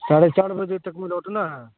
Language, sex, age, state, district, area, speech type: Urdu, male, 45-60, Bihar, Khagaria, rural, conversation